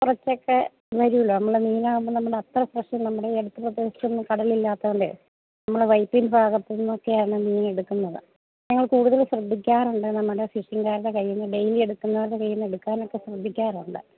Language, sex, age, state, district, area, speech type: Malayalam, female, 30-45, Kerala, Idukki, rural, conversation